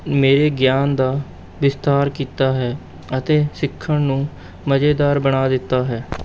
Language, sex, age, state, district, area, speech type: Punjabi, male, 18-30, Punjab, Mohali, urban, spontaneous